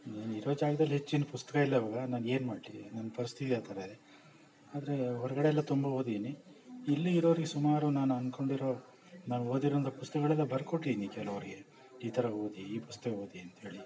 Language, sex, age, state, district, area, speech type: Kannada, male, 60+, Karnataka, Bangalore Urban, rural, spontaneous